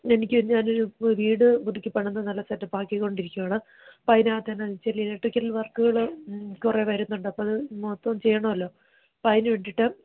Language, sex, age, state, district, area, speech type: Malayalam, female, 30-45, Kerala, Idukki, rural, conversation